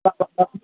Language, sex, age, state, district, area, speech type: Maithili, male, 60+, Bihar, Begusarai, rural, conversation